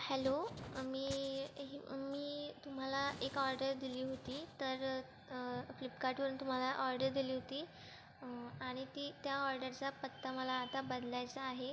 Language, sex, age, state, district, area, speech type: Marathi, female, 18-30, Maharashtra, Buldhana, rural, spontaneous